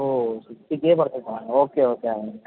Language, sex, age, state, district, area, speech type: Telugu, male, 18-30, Andhra Pradesh, Anantapur, urban, conversation